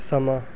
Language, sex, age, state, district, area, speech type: Punjabi, male, 18-30, Punjab, Mohali, urban, read